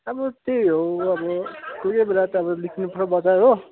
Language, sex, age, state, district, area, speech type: Nepali, male, 18-30, West Bengal, Kalimpong, rural, conversation